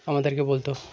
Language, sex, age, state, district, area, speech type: Bengali, male, 30-45, West Bengal, Birbhum, urban, spontaneous